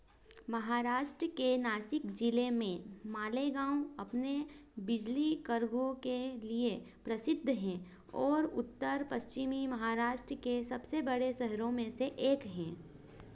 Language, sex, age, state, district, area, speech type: Hindi, female, 18-30, Madhya Pradesh, Ujjain, urban, read